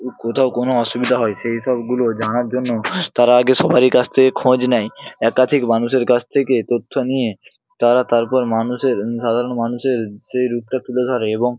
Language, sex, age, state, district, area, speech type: Bengali, male, 18-30, West Bengal, Hooghly, urban, spontaneous